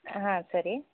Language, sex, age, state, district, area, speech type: Kannada, female, 18-30, Karnataka, Shimoga, rural, conversation